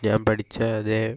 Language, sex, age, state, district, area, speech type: Malayalam, male, 18-30, Kerala, Kozhikode, rural, spontaneous